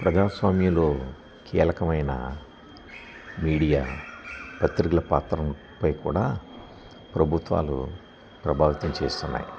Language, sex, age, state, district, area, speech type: Telugu, male, 60+, Andhra Pradesh, Anakapalli, urban, spontaneous